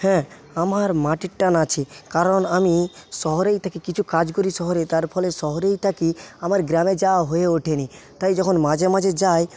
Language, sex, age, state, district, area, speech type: Bengali, male, 45-60, West Bengal, Paschim Medinipur, rural, spontaneous